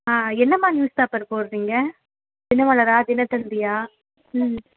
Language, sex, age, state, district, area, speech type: Tamil, female, 30-45, Tamil Nadu, Cuddalore, urban, conversation